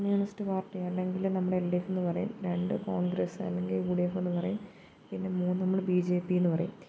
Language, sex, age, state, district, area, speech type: Malayalam, female, 18-30, Kerala, Kottayam, rural, spontaneous